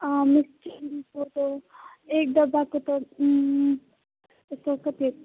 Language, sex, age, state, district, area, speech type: Nepali, female, 18-30, West Bengal, Jalpaiguri, rural, conversation